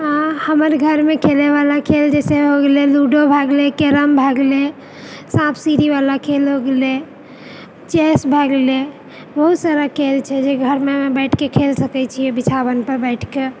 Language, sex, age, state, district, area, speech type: Maithili, female, 30-45, Bihar, Purnia, rural, spontaneous